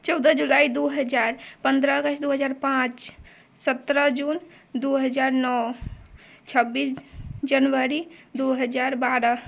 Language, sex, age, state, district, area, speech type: Maithili, female, 18-30, Bihar, Sitamarhi, urban, spontaneous